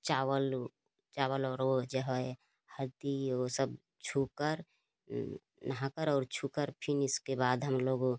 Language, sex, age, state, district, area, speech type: Hindi, female, 30-45, Uttar Pradesh, Ghazipur, rural, spontaneous